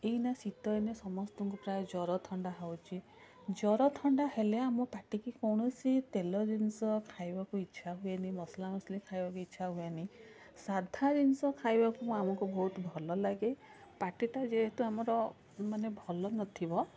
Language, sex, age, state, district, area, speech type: Odia, female, 45-60, Odisha, Cuttack, urban, spontaneous